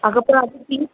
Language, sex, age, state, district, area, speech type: Marathi, female, 30-45, Maharashtra, Satara, urban, conversation